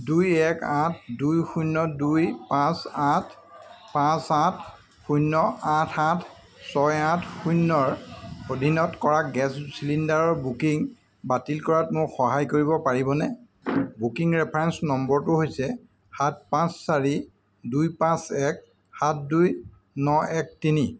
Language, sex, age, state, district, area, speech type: Assamese, male, 45-60, Assam, Golaghat, urban, read